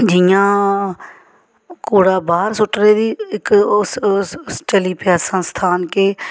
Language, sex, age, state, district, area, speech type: Dogri, female, 45-60, Jammu and Kashmir, Samba, rural, spontaneous